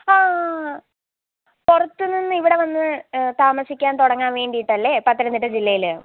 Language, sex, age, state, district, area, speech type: Malayalam, female, 18-30, Kerala, Pathanamthitta, rural, conversation